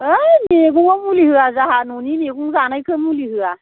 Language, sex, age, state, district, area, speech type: Bodo, female, 45-60, Assam, Baksa, rural, conversation